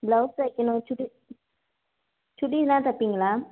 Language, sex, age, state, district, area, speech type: Tamil, female, 30-45, Tamil Nadu, Tiruvarur, rural, conversation